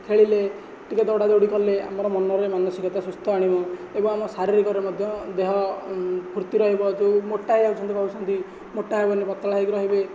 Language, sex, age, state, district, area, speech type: Odia, male, 18-30, Odisha, Nayagarh, rural, spontaneous